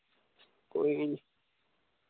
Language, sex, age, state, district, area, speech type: Dogri, male, 18-30, Jammu and Kashmir, Udhampur, rural, conversation